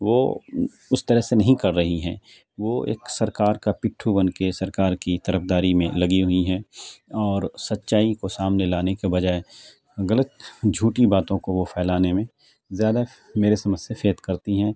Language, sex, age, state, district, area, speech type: Urdu, male, 45-60, Bihar, Khagaria, rural, spontaneous